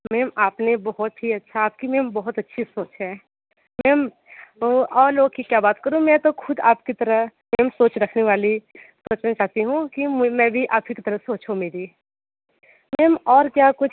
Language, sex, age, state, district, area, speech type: Hindi, female, 18-30, Uttar Pradesh, Sonbhadra, rural, conversation